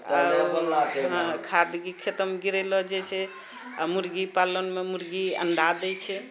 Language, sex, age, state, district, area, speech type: Maithili, female, 45-60, Bihar, Purnia, rural, spontaneous